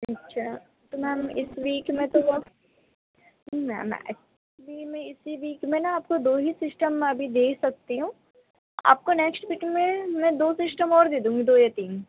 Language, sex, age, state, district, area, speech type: Urdu, female, 18-30, Delhi, North East Delhi, urban, conversation